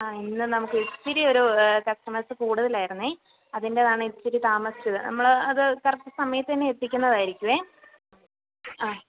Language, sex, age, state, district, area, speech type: Malayalam, female, 18-30, Kerala, Idukki, rural, conversation